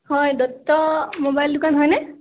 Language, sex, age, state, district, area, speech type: Assamese, female, 18-30, Assam, Dhemaji, urban, conversation